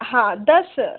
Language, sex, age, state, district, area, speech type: Hindi, female, 30-45, Madhya Pradesh, Hoshangabad, urban, conversation